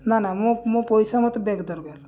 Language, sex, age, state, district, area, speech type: Odia, male, 18-30, Odisha, Nabarangpur, urban, spontaneous